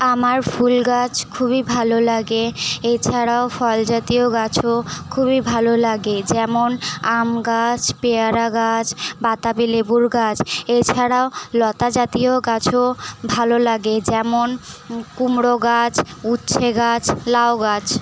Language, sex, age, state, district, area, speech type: Bengali, female, 18-30, West Bengal, Paschim Bardhaman, rural, spontaneous